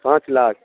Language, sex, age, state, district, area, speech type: Urdu, male, 18-30, Bihar, Purnia, rural, conversation